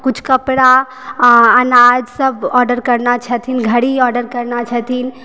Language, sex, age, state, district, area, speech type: Maithili, female, 18-30, Bihar, Supaul, rural, spontaneous